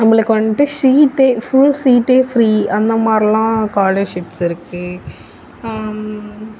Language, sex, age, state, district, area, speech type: Tamil, female, 18-30, Tamil Nadu, Nagapattinam, rural, spontaneous